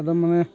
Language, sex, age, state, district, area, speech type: Assamese, male, 45-60, Assam, Sivasagar, rural, spontaneous